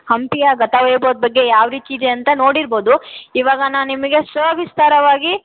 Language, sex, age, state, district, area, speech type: Kannada, female, 30-45, Karnataka, Vijayanagara, rural, conversation